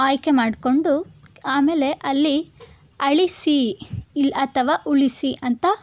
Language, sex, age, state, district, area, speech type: Kannada, female, 18-30, Karnataka, Chitradurga, urban, spontaneous